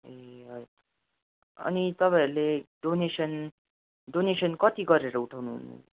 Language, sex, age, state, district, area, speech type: Nepali, male, 18-30, West Bengal, Darjeeling, rural, conversation